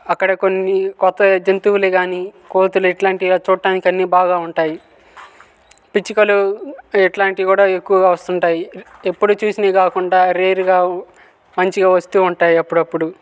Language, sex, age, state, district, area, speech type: Telugu, male, 18-30, Andhra Pradesh, Guntur, urban, spontaneous